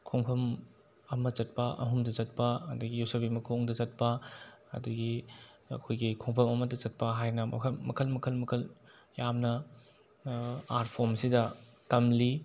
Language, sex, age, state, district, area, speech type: Manipuri, male, 18-30, Manipur, Bishnupur, rural, spontaneous